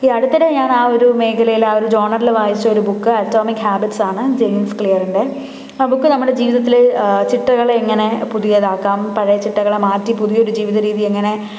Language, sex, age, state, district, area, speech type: Malayalam, female, 18-30, Kerala, Thiruvananthapuram, urban, spontaneous